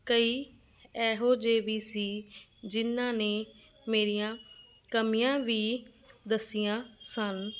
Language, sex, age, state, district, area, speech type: Punjabi, female, 30-45, Punjab, Fazilka, rural, spontaneous